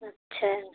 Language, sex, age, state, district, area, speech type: Hindi, female, 45-60, Uttar Pradesh, Jaunpur, rural, conversation